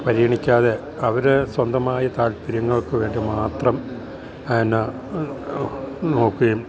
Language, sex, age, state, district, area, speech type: Malayalam, male, 60+, Kerala, Idukki, rural, spontaneous